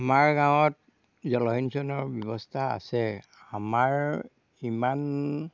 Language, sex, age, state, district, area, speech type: Assamese, male, 60+, Assam, Dhemaji, rural, spontaneous